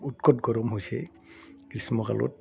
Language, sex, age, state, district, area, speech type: Assamese, male, 60+, Assam, Udalguri, urban, spontaneous